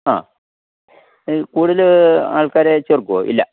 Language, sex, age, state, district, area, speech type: Malayalam, male, 60+, Kerala, Kottayam, urban, conversation